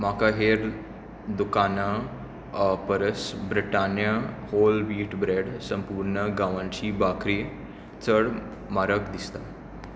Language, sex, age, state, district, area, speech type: Goan Konkani, male, 18-30, Goa, Tiswadi, rural, read